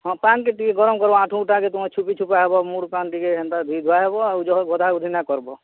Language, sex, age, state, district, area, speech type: Odia, male, 45-60, Odisha, Bargarh, urban, conversation